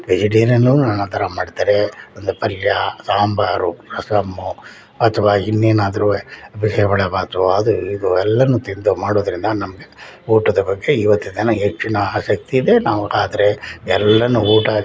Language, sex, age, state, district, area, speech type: Kannada, male, 60+, Karnataka, Mysore, urban, spontaneous